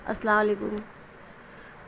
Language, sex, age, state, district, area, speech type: Urdu, female, 30-45, Uttar Pradesh, Mirzapur, rural, spontaneous